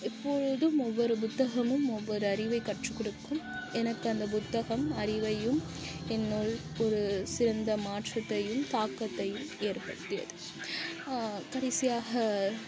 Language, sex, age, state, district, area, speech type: Tamil, female, 45-60, Tamil Nadu, Mayiladuthurai, rural, spontaneous